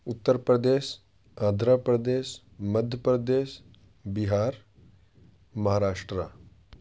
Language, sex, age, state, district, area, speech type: Urdu, male, 18-30, Uttar Pradesh, Ghaziabad, urban, spontaneous